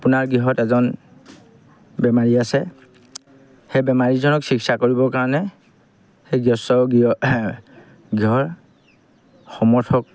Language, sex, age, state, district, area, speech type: Assamese, male, 45-60, Assam, Golaghat, urban, spontaneous